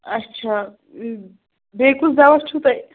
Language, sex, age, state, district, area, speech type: Kashmiri, female, 30-45, Jammu and Kashmir, Shopian, urban, conversation